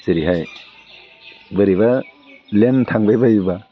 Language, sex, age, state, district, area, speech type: Bodo, male, 60+, Assam, Udalguri, urban, spontaneous